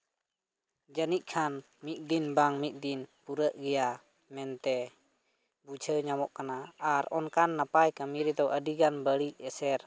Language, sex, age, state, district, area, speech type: Santali, male, 18-30, West Bengal, Purulia, rural, spontaneous